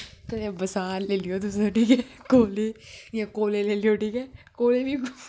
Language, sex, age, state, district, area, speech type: Dogri, female, 18-30, Jammu and Kashmir, Kathua, urban, spontaneous